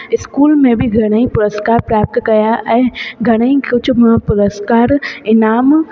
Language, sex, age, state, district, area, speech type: Sindhi, female, 18-30, Rajasthan, Ajmer, urban, spontaneous